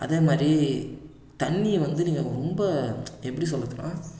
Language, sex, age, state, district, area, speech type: Tamil, male, 18-30, Tamil Nadu, Tiruvannamalai, rural, spontaneous